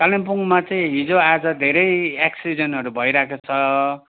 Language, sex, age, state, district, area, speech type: Nepali, male, 60+, West Bengal, Kalimpong, rural, conversation